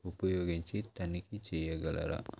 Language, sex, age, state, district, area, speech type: Telugu, male, 30-45, Telangana, Adilabad, rural, read